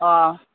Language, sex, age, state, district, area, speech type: Assamese, female, 45-60, Assam, Udalguri, rural, conversation